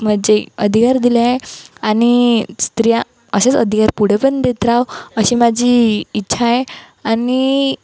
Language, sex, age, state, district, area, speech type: Marathi, female, 18-30, Maharashtra, Wardha, rural, spontaneous